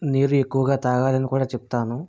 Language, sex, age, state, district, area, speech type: Telugu, male, 60+, Andhra Pradesh, Vizianagaram, rural, spontaneous